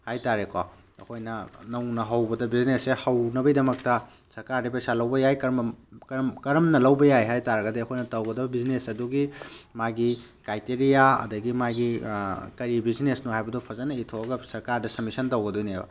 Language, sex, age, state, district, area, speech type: Manipuri, male, 30-45, Manipur, Tengnoupal, rural, spontaneous